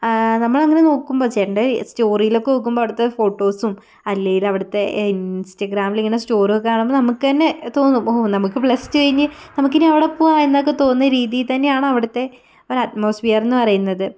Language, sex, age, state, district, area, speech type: Malayalam, female, 18-30, Kerala, Kozhikode, rural, spontaneous